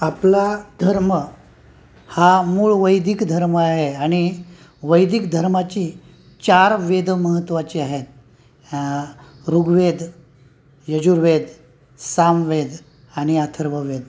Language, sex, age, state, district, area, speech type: Marathi, male, 45-60, Maharashtra, Nanded, urban, spontaneous